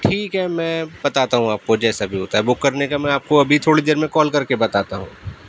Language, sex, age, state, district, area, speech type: Urdu, male, 30-45, Delhi, East Delhi, urban, spontaneous